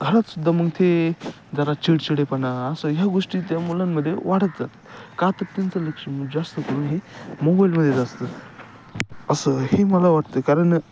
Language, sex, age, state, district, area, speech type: Marathi, male, 18-30, Maharashtra, Ahmednagar, rural, spontaneous